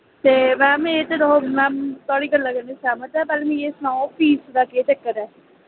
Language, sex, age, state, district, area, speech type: Dogri, female, 18-30, Jammu and Kashmir, Samba, rural, conversation